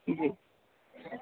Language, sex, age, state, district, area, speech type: Urdu, male, 30-45, Uttar Pradesh, Gautam Buddha Nagar, urban, conversation